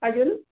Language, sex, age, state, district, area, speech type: Marathi, female, 60+, Maharashtra, Nagpur, urban, conversation